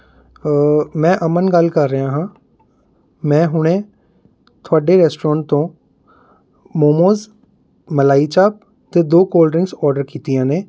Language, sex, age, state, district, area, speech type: Punjabi, male, 30-45, Punjab, Mohali, urban, spontaneous